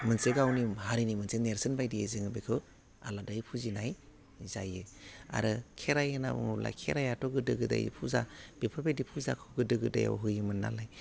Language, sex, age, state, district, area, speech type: Bodo, male, 30-45, Assam, Udalguri, rural, spontaneous